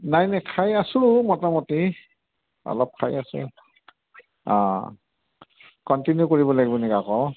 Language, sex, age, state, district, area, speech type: Assamese, male, 60+, Assam, Barpeta, rural, conversation